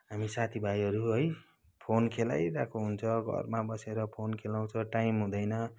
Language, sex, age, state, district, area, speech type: Nepali, male, 30-45, West Bengal, Kalimpong, rural, spontaneous